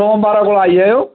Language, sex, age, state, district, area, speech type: Dogri, male, 45-60, Jammu and Kashmir, Samba, rural, conversation